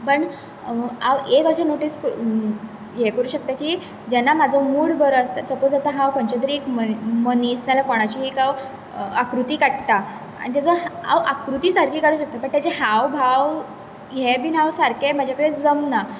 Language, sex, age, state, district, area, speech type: Goan Konkani, female, 18-30, Goa, Bardez, urban, spontaneous